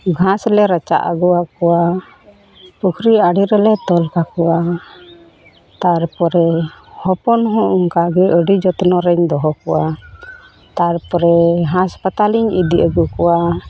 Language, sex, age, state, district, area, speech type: Santali, female, 45-60, West Bengal, Malda, rural, spontaneous